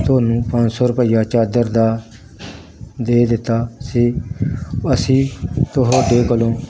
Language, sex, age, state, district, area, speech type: Punjabi, male, 45-60, Punjab, Pathankot, rural, spontaneous